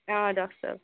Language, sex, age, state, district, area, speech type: Kashmiri, female, 45-60, Jammu and Kashmir, Srinagar, urban, conversation